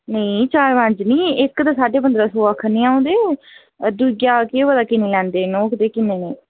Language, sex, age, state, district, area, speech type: Dogri, female, 30-45, Jammu and Kashmir, Udhampur, urban, conversation